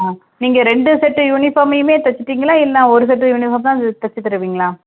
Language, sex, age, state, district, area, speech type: Tamil, female, 30-45, Tamil Nadu, Tirunelveli, rural, conversation